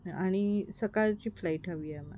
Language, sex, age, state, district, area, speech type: Marathi, female, 45-60, Maharashtra, Kolhapur, urban, spontaneous